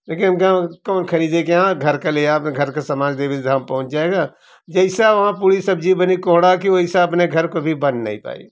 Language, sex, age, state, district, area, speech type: Hindi, male, 60+, Uttar Pradesh, Jaunpur, rural, spontaneous